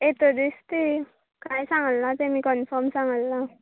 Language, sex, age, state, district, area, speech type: Goan Konkani, female, 18-30, Goa, Canacona, rural, conversation